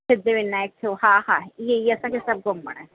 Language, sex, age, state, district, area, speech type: Sindhi, female, 30-45, Maharashtra, Thane, urban, conversation